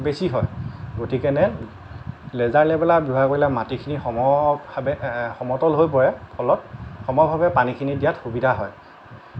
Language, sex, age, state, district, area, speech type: Assamese, male, 30-45, Assam, Lakhimpur, rural, spontaneous